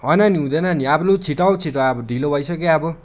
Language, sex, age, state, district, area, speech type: Nepali, male, 18-30, West Bengal, Darjeeling, rural, spontaneous